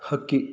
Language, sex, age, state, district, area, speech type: Kannada, male, 30-45, Karnataka, Mysore, urban, read